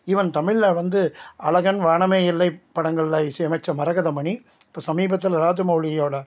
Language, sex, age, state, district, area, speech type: Tamil, male, 60+, Tamil Nadu, Salem, urban, spontaneous